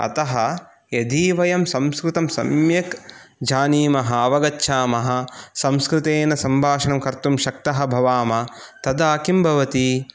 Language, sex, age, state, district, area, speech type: Sanskrit, male, 30-45, Karnataka, Udupi, urban, spontaneous